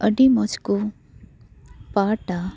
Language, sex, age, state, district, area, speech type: Santali, female, 18-30, West Bengal, Purba Bardhaman, rural, spontaneous